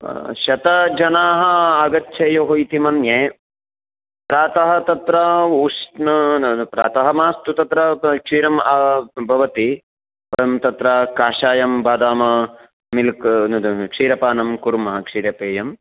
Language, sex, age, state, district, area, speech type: Sanskrit, male, 45-60, Karnataka, Uttara Kannada, urban, conversation